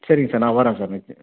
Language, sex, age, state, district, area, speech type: Tamil, male, 30-45, Tamil Nadu, Krishnagiri, rural, conversation